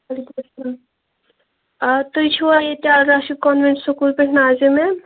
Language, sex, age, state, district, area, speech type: Kashmiri, female, 18-30, Jammu and Kashmir, Kulgam, rural, conversation